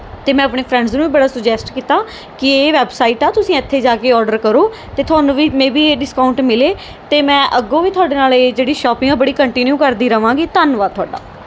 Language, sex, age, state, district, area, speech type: Punjabi, female, 18-30, Punjab, Mohali, rural, spontaneous